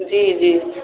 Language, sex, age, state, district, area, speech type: Maithili, male, 18-30, Bihar, Sitamarhi, rural, conversation